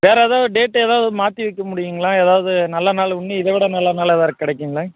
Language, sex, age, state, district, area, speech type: Tamil, male, 18-30, Tamil Nadu, Madurai, rural, conversation